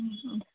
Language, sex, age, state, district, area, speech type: Nepali, female, 45-60, West Bengal, Darjeeling, rural, conversation